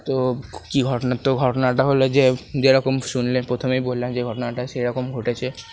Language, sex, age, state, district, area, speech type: Bengali, male, 30-45, West Bengal, Paschim Bardhaman, urban, spontaneous